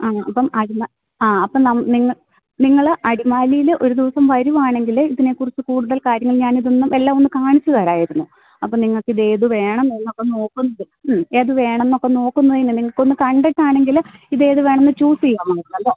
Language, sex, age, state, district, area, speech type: Malayalam, female, 30-45, Kerala, Idukki, rural, conversation